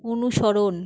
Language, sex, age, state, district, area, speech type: Bengali, female, 45-60, West Bengal, Jhargram, rural, read